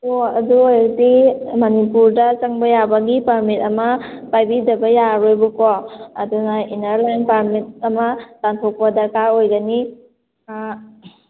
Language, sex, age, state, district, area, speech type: Manipuri, female, 30-45, Manipur, Kakching, rural, conversation